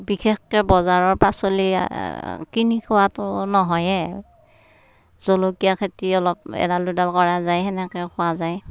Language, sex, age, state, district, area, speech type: Assamese, female, 60+, Assam, Darrang, rural, spontaneous